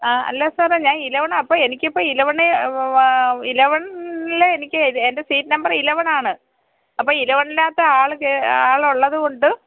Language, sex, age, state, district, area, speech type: Malayalam, female, 45-60, Kerala, Kollam, rural, conversation